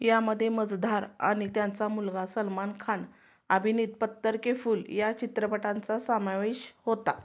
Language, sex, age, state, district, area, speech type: Marathi, female, 30-45, Maharashtra, Sangli, rural, read